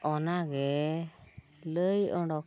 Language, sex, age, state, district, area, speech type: Santali, female, 60+, Odisha, Mayurbhanj, rural, spontaneous